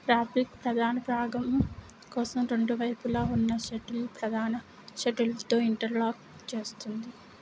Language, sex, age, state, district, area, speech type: Telugu, female, 60+, Andhra Pradesh, Kakinada, rural, read